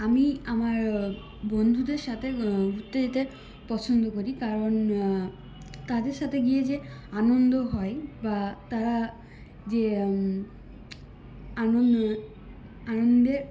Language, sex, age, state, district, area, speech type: Bengali, female, 18-30, West Bengal, Purulia, urban, spontaneous